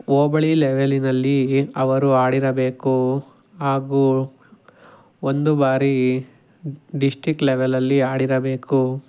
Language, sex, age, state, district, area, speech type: Kannada, male, 18-30, Karnataka, Tumkur, rural, spontaneous